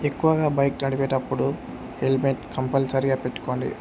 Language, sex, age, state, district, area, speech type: Telugu, male, 18-30, Andhra Pradesh, Kurnool, rural, spontaneous